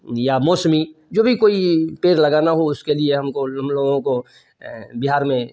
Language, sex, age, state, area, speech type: Hindi, male, 60+, Bihar, urban, spontaneous